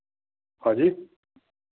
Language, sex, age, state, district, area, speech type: Hindi, male, 45-60, Uttar Pradesh, Hardoi, rural, conversation